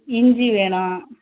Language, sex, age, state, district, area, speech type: Tamil, female, 45-60, Tamil Nadu, Thanjavur, rural, conversation